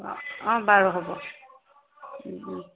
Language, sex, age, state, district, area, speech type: Assamese, female, 30-45, Assam, Sivasagar, rural, conversation